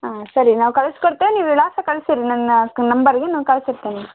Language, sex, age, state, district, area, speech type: Kannada, female, 18-30, Karnataka, Davanagere, rural, conversation